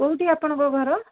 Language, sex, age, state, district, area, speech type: Odia, female, 30-45, Odisha, Cuttack, urban, conversation